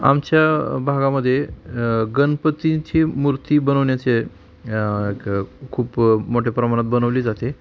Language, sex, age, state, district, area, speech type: Marathi, male, 45-60, Maharashtra, Osmanabad, rural, spontaneous